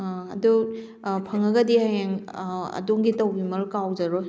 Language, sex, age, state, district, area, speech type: Manipuri, female, 45-60, Manipur, Kakching, rural, spontaneous